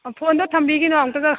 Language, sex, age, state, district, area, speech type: Manipuri, female, 60+, Manipur, Imphal East, rural, conversation